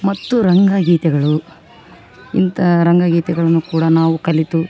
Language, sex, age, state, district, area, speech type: Kannada, female, 45-60, Karnataka, Vijayanagara, rural, spontaneous